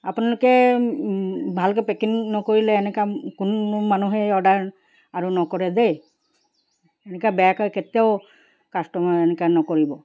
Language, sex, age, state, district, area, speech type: Assamese, female, 60+, Assam, Charaideo, urban, spontaneous